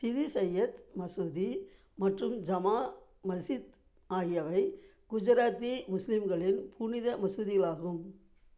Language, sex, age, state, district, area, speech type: Tamil, female, 60+, Tamil Nadu, Namakkal, rural, read